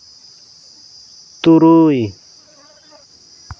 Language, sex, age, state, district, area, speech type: Santali, male, 30-45, Jharkhand, Seraikela Kharsawan, rural, read